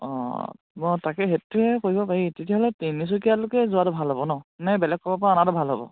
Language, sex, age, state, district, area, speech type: Assamese, male, 18-30, Assam, Charaideo, rural, conversation